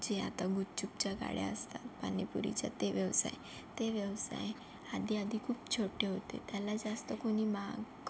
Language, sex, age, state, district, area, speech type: Marathi, female, 30-45, Maharashtra, Yavatmal, rural, spontaneous